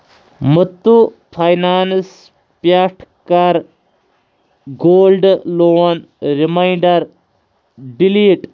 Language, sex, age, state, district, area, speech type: Kashmiri, male, 18-30, Jammu and Kashmir, Kulgam, urban, read